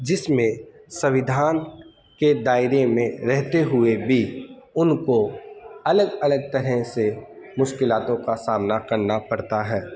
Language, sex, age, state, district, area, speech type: Urdu, male, 30-45, Delhi, North East Delhi, urban, spontaneous